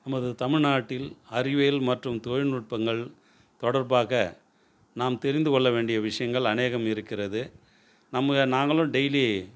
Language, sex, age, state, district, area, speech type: Tamil, male, 60+, Tamil Nadu, Tiruvannamalai, urban, spontaneous